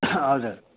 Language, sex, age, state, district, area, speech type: Nepali, male, 30-45, West Bengal, Kalimpong, rural, conversation